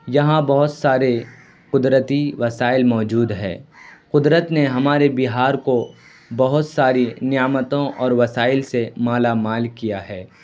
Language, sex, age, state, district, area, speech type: Urdu, male, 18-30, Bihar, Purnia, rural, spontaneous